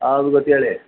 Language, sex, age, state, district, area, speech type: Kannada, male, 60+, Karnataka, Chamarajanagar, rural, conversation